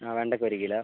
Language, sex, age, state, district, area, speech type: Malayalam, male, 30-45, Kerala, Wayanad, rural, conversation